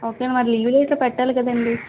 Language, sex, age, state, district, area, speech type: Telugu, female, 45-60, Andhra Pradesh, Vizianagaram, rural, conversation